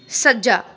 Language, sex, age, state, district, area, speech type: Punjabi, female, 18-30, Punjab, Pathankot, rural, read